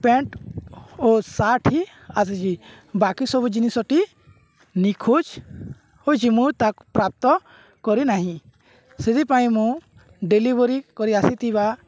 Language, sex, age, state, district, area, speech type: Odia, male, 18-30, Odisha, Nuapada, rural, spontaneous